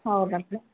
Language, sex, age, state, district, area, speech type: Kannada, female, 30-45, Karnataka, Gulbarga, urban, conversation